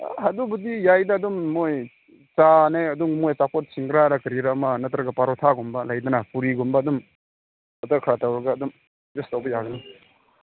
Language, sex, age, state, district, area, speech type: Manipuri, male, 45-60, Manipur, Ukhrul, rural, conversation